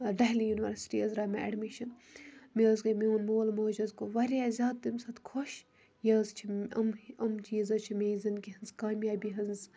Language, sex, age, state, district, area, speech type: Kashmiri, female, 18-30, Jammu and Kashmir, Kupwara, rural, spontaneous